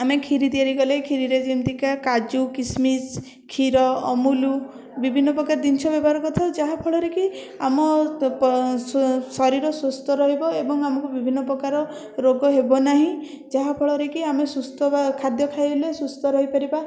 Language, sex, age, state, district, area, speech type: Odia, female, 18-30, Odisha, Puri, urban, spontaneous